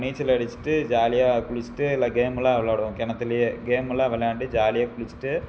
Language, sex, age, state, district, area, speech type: Tamil, male, 30-45, Tamil Nadu, Namakkal, rural, spontaneous